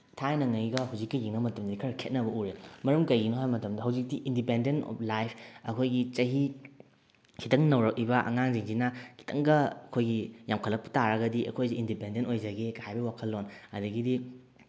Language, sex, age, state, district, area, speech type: Manipuri, male, 18-30, Manipur, Bishnupur, rural, spontaneous